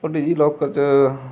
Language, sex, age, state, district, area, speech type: Punjabi, male, 30-45, Punjab, Muktsar, urban, spontaneous